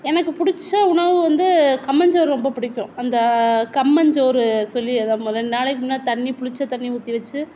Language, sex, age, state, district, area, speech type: Tamil, female, 60+, Tamil Nadu, Mayiladuthurai, urban, spontaneous